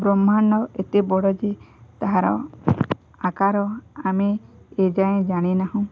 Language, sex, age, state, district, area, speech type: Odia, female, 18-30, Odisha, Balangir, urban, spontaneous